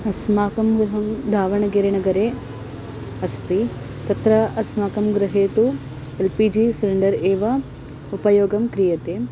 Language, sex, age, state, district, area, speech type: Sanskrit, female, 18-30, Karnataka, Davanagere, urban, spontaneous